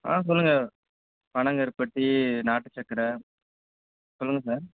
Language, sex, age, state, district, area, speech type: Tamil, male, 18-30, Tamil Nadu, Tiruchirappalli, rural, conversation